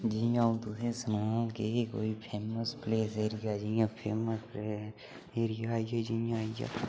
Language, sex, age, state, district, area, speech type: Dogri, male, 18-30, Jammu and Kashmir, Udhampur, rural, spontaneous